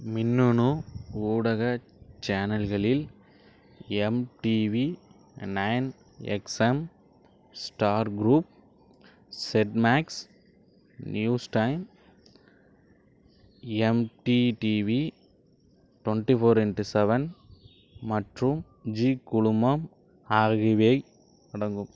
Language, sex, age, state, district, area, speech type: Tamil, male, 45-60, Tamil Nadu, Ariyalur, rural, read